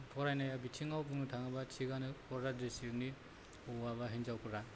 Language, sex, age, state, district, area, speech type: Bodo, male, 30-45, Assam, Kokrajhar, rural, spontaneous